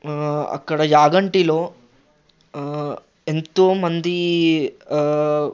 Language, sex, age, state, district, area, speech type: Telugu, male, 18-30, Telangana, Ranga Reddy, urban, spontaneous